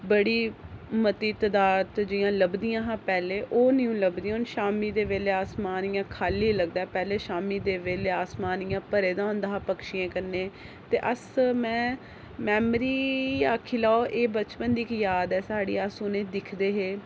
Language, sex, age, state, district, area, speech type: Dogri, female, 30-45, Jammu and Kashmir, Jammu, urban, spontaneous